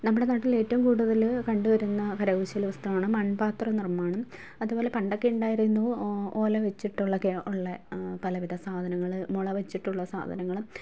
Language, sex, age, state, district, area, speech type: Malayalam, female, 30-45, Kerala, Ernakulam, rural, spontaneous